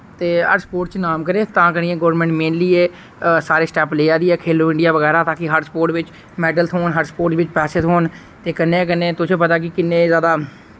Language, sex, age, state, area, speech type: Dogri, male, 18-30, Jammu and Kashmir, rural, spontaneous